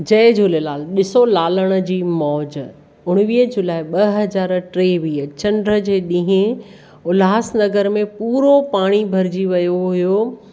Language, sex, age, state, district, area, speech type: Sindhi, female, 45-60, Maharashtra, Akola, urban, spontaneous